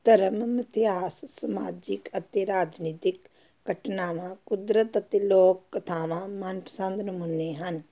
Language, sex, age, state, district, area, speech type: Punjabi, female, 30-45, Punjab, Amritsar, urban, read